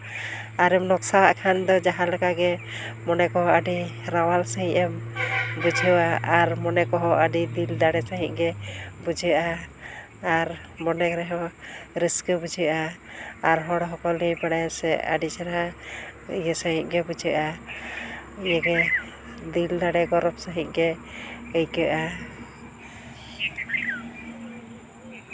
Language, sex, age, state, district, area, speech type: Santali, female, 30-45, West Bengal, Jhargram, rural, spontaneous